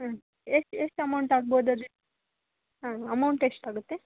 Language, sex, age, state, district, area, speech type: Kannada, female, 18-30, Karnataka, Gadag, urban, conversation